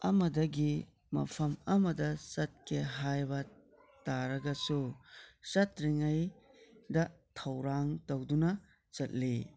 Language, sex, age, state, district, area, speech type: Manipuri, male, 45-60, Manipur, Tengnoupal, rural, spontaneous